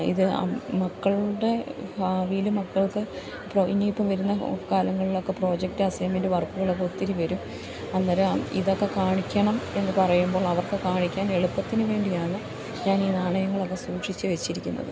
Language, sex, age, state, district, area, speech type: Malayalam, female, 30-45, Kerala, Idukki, rural, spontaneous